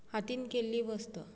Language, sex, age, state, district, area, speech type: Goan Konkani, female, 18-30, Goa, Bardez, rural, spontaneous